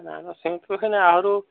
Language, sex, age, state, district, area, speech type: Odia, male, 30-45, Odisha, Subarnapur, urban, conversation